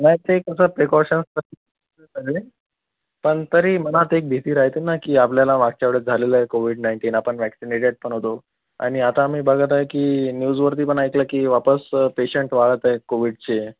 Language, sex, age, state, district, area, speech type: Marathi, male, 18-30, Maharashtra, Akola, urban, conversation